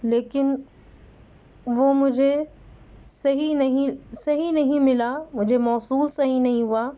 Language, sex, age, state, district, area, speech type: Urdu, female, 30-45, Delhi, South Delhi, rural, spontaneous